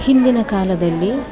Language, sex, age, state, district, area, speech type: Kannada, female, 45-60, Karnataka, Dakshina Kannada, rural, spontaneous